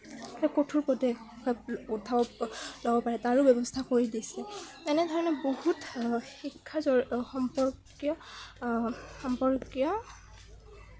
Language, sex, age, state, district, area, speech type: Assamese, female, 18-30, Assam, Kamrup Metropolitan, urban, spontaneous